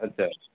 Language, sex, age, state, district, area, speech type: Bengali, male, 60+, West Bengal, Paschim Bardhaman, urban, conversation